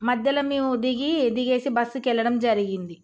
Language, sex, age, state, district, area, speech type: Telugu, female, 30-45, Telangana, Jagtial, rural, spontaneous